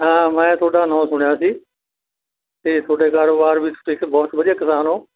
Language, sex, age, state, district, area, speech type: Punjabi, male, 60+, Punjab, Barnala, rural, conversation